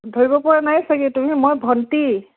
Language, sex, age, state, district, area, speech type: Assamese, female, 45-60, Assam, Tinsukia, urban, conversation